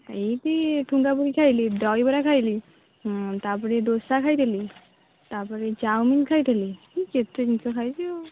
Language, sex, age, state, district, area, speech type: Odia, female, 18-30, Odisha, Jagatsinghpur, rural, conversation